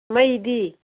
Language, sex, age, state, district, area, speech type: Manipuri, female, 45-60, Manipur, Kangpokpi, urban, conversation